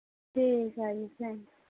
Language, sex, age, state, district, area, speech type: Punjabi, female, 45-60, Punjab, Mohali, rural, conversation